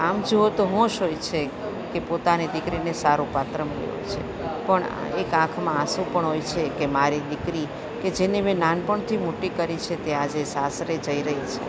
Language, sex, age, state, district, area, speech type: Gujarati, female, 45-60, Gujarat, Junagadh, urban, spontaneous